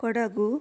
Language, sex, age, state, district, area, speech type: Kannada, female, 18-30, Karnataka, Shimoga, rural, spontaneous